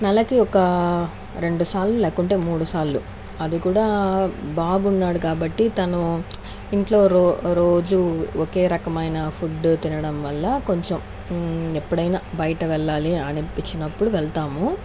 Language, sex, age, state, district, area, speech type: Telugu, female, 30-45, Andhra Pradesh, Chittoor, rural, spontaneous